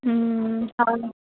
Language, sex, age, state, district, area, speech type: Assamese, female, 18-30, Assam, Majuli, urban, conversation